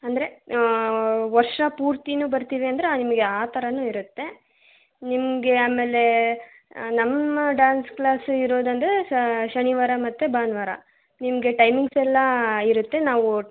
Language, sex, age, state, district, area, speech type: Kannada, female, 18-30, Karnataka, Davanagere, urban, conversation